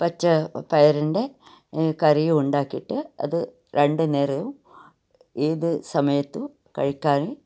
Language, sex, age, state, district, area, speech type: Malayalam, female, 60+, Kerala, Kasaragod, rural, spontaneous